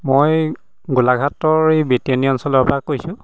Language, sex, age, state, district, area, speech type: Assamese, male, 45-60, Assam, Golaghat, urban, spontaneous